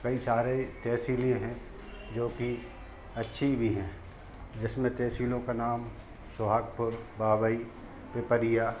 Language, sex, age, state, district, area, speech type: Hindi, male, 30-45, Madhya Pradesh, Hoshangabad, rural, spontaneous